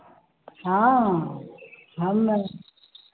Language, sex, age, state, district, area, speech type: Hindi, female, 45-60, Bihar, Madhepura, rural, conversation